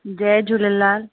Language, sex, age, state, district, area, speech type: Sindhi, female, 30-45, Uttar Pradesh, Lucknow, urban, conversation